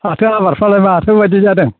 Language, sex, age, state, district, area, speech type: Bodo, male, 60+, Assam, Chirang, rural, conversation